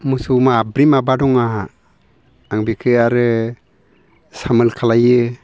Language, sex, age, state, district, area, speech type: Bodo, male, 60+, Assam, Baksa, urban, spontaneous